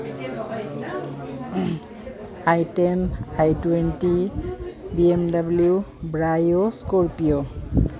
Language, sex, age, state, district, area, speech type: Assamese, female, 45-60, Assam, Goalpara, urban, spontaneous